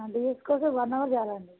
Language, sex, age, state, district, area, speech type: Telugu, female, 30-45, Telangana, Mancherial, rural, conversation